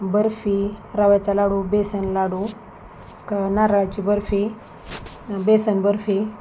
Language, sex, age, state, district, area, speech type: Marathi, female, 30-45, Maharashtra, Osmanabad, rural, spontaneous